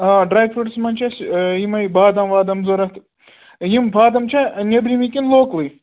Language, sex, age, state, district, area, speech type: Kashmiri, male, 18-30, Jammu and Kashmir, Ganderbal, rural, conversation